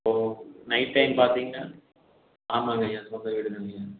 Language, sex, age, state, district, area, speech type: Tamil, male, 18-30, Tamil Nadu, Erode, rural, conversation